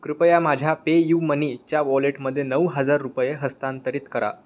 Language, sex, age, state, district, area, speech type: Marathi, male, 18-30, Maharashtra, Raigad, rural, read